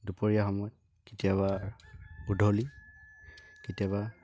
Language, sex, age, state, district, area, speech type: Assamese, male, 18-30, Assam, Dibrugarh, rural, spontaneous